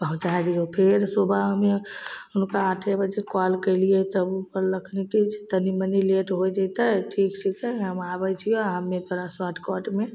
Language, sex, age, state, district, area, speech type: Maithili, female, 30-45, Bihar, Begusarai, rural, spontaneous